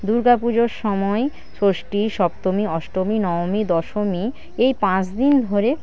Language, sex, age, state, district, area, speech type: Bengali, female, 45-60, West Bengal, Paschim Medinipur, rural, spontaneous